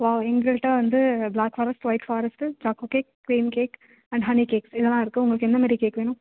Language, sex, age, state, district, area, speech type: Tamil, female, 18-30, Tamil Nadu, Thanjavur, urban, conversation